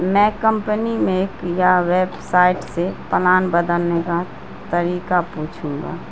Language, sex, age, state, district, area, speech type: Urdu, female, 30-45, Bihar, Madhubani, rural, spontaneous